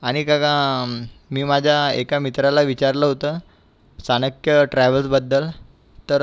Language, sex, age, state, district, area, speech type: Marathi, male, 18-30, Maharashtra, Buldhana, urban, spontaneous